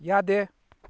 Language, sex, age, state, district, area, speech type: Manipuri, male, 30-45, Manipur, Kakching, rural, read